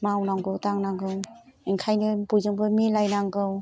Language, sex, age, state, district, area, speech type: Bodo, female, 60+, Assam, Kokrajhar, urban, spontaneous